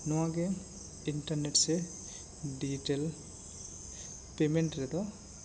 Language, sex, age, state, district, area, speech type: Santali, male, 18-30, West Bengal, Bankura, rural, spontaneous